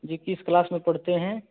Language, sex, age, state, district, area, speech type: Hindi, male, 18-30, Uttar Pradesh, Chandauli, urban, conversation